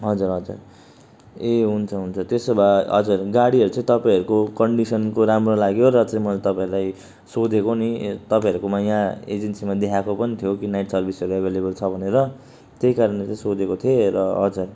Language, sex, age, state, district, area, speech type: Nepali, male, 18-30, West Bengal, Darjeeling, rural, spontaneous